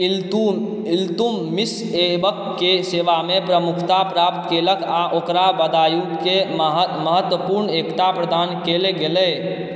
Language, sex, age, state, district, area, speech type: Maithili, male, 30-45, Bihar, Supaul, rural, read